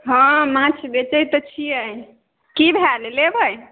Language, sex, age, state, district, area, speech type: Maithili, female, 18-30, Bihar, Samastipur, urban, conversation